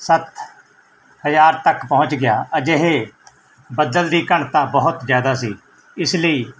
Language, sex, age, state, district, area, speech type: Punjabi, male, 45-60, Punjab, Mansa, rural, spontaneous